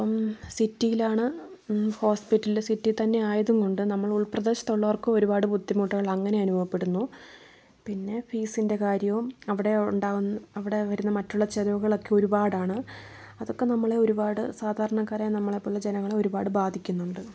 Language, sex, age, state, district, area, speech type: Malayalam, female, 18-30, Kerala, Wayanad, rural, spontaneous